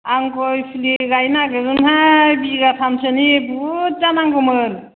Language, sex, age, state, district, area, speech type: Bodo, female, 60+, Assam, Chirang, urban, conversation